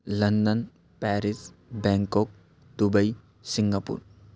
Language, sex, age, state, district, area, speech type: Hindi, male, 18-30, Madhya Pradesh, Bhopal, urban, spontaneous